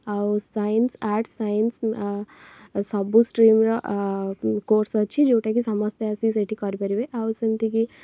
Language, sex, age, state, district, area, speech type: Odia, female, 18-30, Odisha, Cuttack, urban, spontaneous